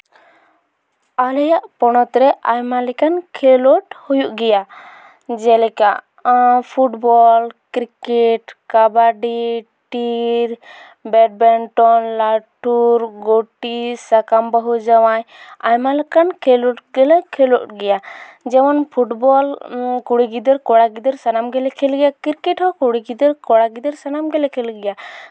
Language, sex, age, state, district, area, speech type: Santali, female, 18-30, West Bengal, Purulia, rural, spontaneous